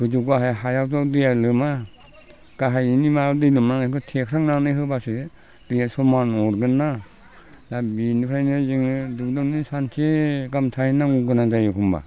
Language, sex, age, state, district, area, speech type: Bodo, male, 60+, Assam, Udalguri, rural, spontaneous